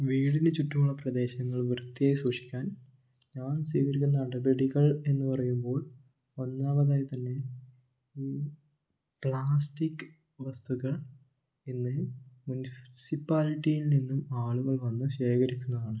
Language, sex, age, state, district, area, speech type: Malayalam, male, 18-30, Kerala, Kannur, urban, spontaneous